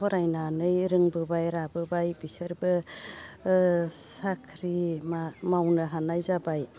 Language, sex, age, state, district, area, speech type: Bodo, female, 60+, Assam, Baksa, urban, spontaneous